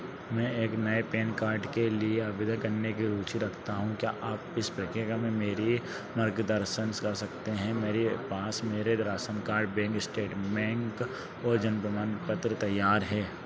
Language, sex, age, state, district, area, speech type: Hindi, male, 30-45, Madhya Pradesh, Harda, urban, read